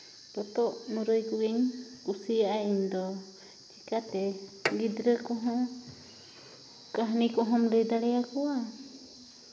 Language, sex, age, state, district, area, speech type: Santali, female, 30-45, Jharkhand, Seraikela Kharsawan, rural, spontaneous